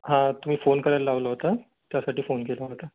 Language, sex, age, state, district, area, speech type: Marathi, male, 18-30, Maharashtra, Ratnagiri, urban, conversation